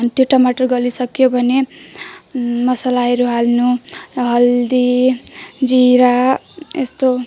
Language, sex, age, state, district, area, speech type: Nepali, female, 18-30, West Bengal, Jalpaiguri, rural, spontaneous